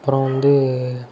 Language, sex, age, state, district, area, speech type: Tamil, male, 18-30, Tamil Nadu, Nagapattinam, rural, spontaneous